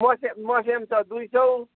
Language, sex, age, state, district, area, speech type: Nepali, male, 60+, West Bengal, Kalimpong, rural, conversation